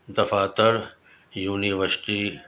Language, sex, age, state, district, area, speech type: Urdu, male, 60+, Delhi, Central Delhi, urban, spontaneous